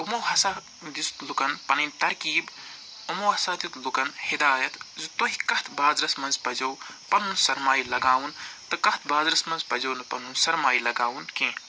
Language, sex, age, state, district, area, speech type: Kashmiri, male, 45-60, Jammu and Kashmir, Srinagar, urban, spontaneous